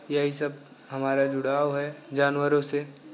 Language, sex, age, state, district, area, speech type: Hindi, male, 18-30, Uttar Pradesh, Pratapgarh, rural, spontaneous